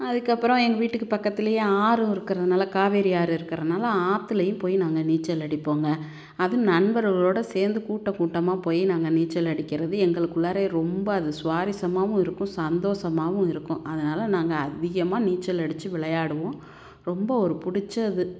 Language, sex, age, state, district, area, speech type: Tamil, female, 60+, Tamil Nadu, Tiruchirappalli, rural, spontaneous